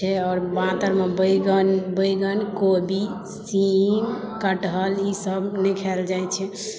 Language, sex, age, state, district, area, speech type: Maithili, female, 18-30, Bihar, Madhubani, rural, spontaneous